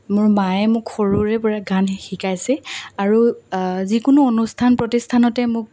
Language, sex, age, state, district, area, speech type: Assamese, female, 18-30, Assam, Lakhimpur, rural, spontaneous